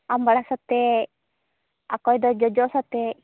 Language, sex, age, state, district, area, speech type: Santali, female, 30-45, West Bengal, Purba Bardhaman, rural, conversation